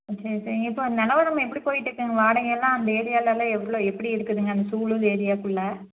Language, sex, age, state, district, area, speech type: Tamil, female, 30-45, Tamil Nadu, Tiruppur, urban, conversation